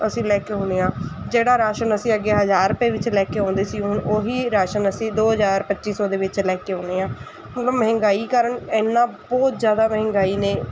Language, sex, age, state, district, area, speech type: Punjabi, female, 30-45, Punjab, Mansa, urban, spontaneous